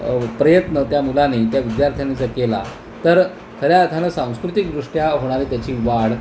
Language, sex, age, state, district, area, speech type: Marathi, male, 45-60, Maharashtra, Thane, rural, spontaneous